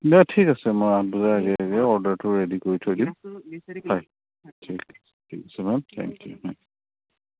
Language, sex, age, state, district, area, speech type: Assamese, male, 45-60, Assam, Dibrugarh, rural, conversation